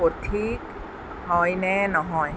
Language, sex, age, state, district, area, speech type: Assamese, female, 45-60, Assam, Sonitpur, urban, read